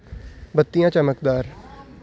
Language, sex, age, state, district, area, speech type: Punjabi, male, 18-30, Punjab, Hoshiarpur, urban, read